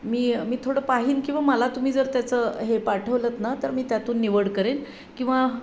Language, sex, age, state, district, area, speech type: Marathi, female, 60+, Maharashtra, Sangli, urban, spontaneous